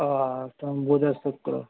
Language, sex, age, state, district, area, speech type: Bengali, male, 60+, West Bengal, Purba Bardhaman, rural, conversation